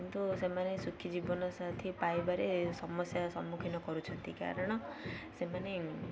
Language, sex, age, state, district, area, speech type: Odia, female, 18-30, Odisha, Ganjam, urban, spontaneous